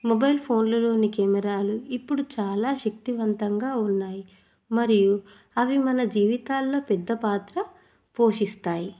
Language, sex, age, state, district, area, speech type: Telugu, female, 30-45, Telangana, Hanamkonda, urban, spontaneous